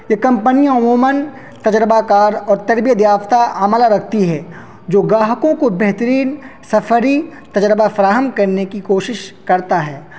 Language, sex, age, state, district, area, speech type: Urdu, male, 18-30, Uttar Pradesh, Saharanpur, urban, spontaneous